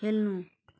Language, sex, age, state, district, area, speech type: Nepali, female, 30-45, West Bengal, Jalpaiguri, urban, read